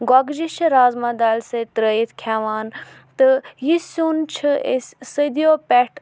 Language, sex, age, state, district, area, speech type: Kashmiri, female, 45-60, Jammu and Kashmir, Bandipora, rural, spontaneous